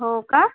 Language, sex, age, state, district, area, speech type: Marathi, female, 30-45, Maharashtra, Thane, urban, conversation